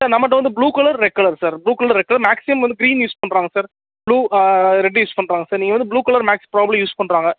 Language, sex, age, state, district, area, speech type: Tamil, male, 18-30, Tamil Nadu, Sivaganga, rural, conversation